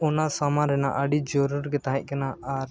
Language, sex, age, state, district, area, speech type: Santali, male, 18-30, Jharkhand, East Singhbhum, rural, spontaneous